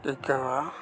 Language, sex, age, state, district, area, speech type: Santali, male, 30-45, West Bengal, Paschim Bardhaman, rural, spontaneous